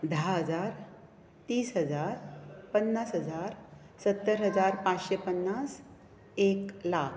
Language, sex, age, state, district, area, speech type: Goan Konkani, female, 45-60, Goa, Bardez, rural, spontaneous